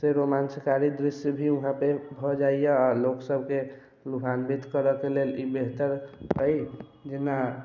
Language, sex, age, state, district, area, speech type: Maithili, male, 45-60, Bihar, Sitamarhi, rural, spontaneous